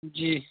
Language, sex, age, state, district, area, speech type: Urdu, male, 18-30, Uttar Pradesh, Saharanpur, urban, conversation